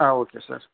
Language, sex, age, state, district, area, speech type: Tamil, male, 30-45, Tamil Nadu, Sivaganga, rural, conversation